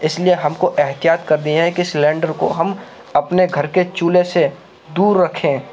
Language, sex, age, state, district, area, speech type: Urdu, male, 45-60, Uttar Pradesh, Gautam Buddha Nagar, urban, spontaneous